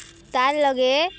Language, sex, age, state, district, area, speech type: Odia, female, 18-30, Odisha, Nuapada, rural, spontaneous